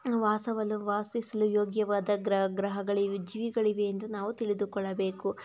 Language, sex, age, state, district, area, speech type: Kannada, female, 30-45, Karnataka, Tumkur, rural, spontaneous